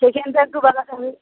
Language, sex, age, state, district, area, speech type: Bengali, female, 30-45, West Bengal, Paschim Medinipur, rural, conversation